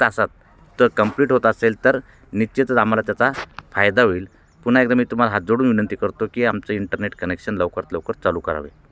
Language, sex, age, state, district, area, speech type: Marathi, male, 45-60, Maharashtra, Nashik, urban, spontaneous